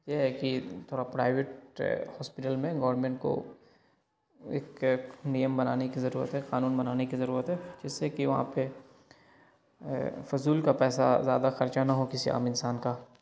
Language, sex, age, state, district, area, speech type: Urdu, male, 18-30, Bihar, Darbhanga, urban, spontaneous